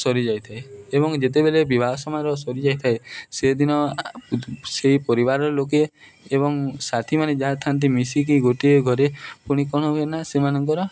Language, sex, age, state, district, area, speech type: Odia, male, 18-30, Odisha, Nuapada, urban, spontaneous